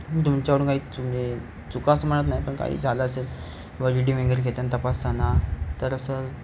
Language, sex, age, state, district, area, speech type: Marathi, male, 18-30, Maharashtra, Ratnagiri, urban, spontaneous